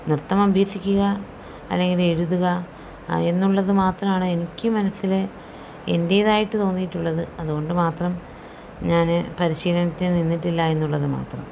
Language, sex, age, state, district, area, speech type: Malayalam, female, 45-60, Kerala, Palakkad, rural, spontaneous